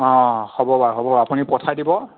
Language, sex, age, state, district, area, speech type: Assamese, male, 30-45, Assam, Nagaon, rural, conversation